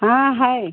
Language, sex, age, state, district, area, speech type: Hindi, female, 45-60, Uttar Pradesh, Pratapgarh, rural, conversation